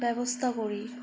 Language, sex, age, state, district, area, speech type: Bengali, female, 18-30, West Bengal, Alipurduar, rural, spontaneous